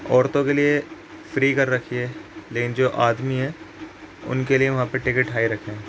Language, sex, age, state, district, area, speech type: Urdu, male, 18-30, Uttar Pradesh, Ghaziabad, urban, spontaneous